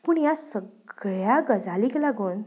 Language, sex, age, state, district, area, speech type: Goan Konkani, female, 30-45, Goa, Ponda, rural, spontaneous